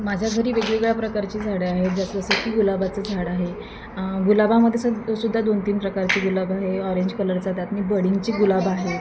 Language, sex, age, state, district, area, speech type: Marathi, female, 30-45, Maharashtra, Thane, urban, spontaneous